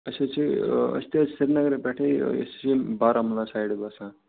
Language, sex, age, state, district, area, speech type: Kashmiri, male, 30-45, Jammu and Kashmir, Srinagar, urban, conversation